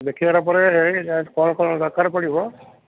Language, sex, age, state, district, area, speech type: Odia, male, 60+, Odisha, Gajapati, rural, conversation